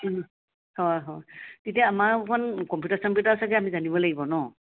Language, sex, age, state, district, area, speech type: Assamese, female, 45-60, Assam, Dhemaji, rural, conversation